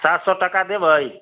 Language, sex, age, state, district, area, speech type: Maithili, male, 30-45, Bihar, Sitamarhi, urban, conversation